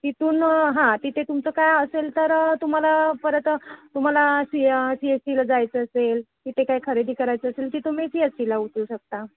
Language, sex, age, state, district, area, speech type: Marathi, female, 45-60, Maharashtra, Ratnagiri, rural, conversation